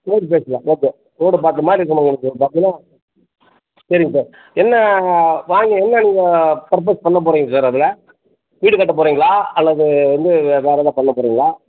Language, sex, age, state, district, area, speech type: Tamil, male, 45-60, Tamil Nadu, Tiruppur, rural, conversation